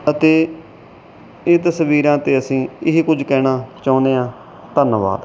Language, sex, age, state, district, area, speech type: Punjabi, male, 45-60, Punjab, Mansa, rural, spontaneous